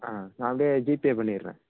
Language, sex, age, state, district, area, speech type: Tamil, male, 18-30, Tamil Nadu, Thanjavur, rural, conversation